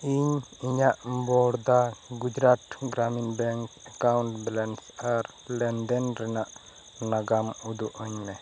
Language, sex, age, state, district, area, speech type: Santali, male, 30-45, West Bengal, Bankura, rural, read